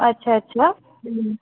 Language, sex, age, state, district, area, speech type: Marathi, female, 18-30, Maharashtra, Wardha, rural, conversation